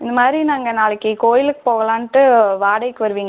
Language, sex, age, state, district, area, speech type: Tamil, female, 18-30, Tamil Nadu, Erode, rural, conversation